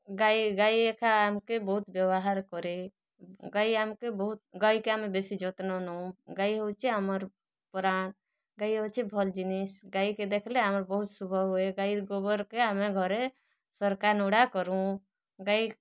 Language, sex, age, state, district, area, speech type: Odia, female, 30-45, Odisha, Kalahandi, rural, spontaneous